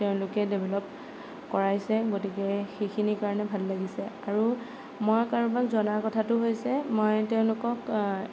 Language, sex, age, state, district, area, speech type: Assamese, female, 18-30, Assam, Sonitpur, rural, spontaneous